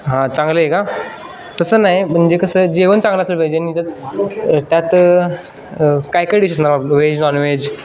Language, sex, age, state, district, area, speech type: Marathi, male, 18-30, Maharashtra, Sangli, urban, spontaneous